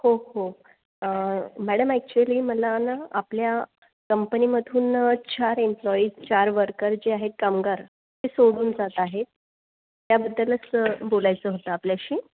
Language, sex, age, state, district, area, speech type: Marathi, female, 30-45, Maharashtra, Buldhana, urban, conversation